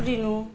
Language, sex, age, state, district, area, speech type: Nepali, female, 60+, West Bengal, Darjeeling, rural, read